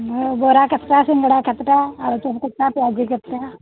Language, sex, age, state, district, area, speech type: Odia, female, 45-60, Odisha, Sundergarh, rural, conversation